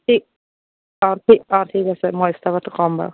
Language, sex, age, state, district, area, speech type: Assamese, female, 45-60, Assam, Dhemaji, rural, conversation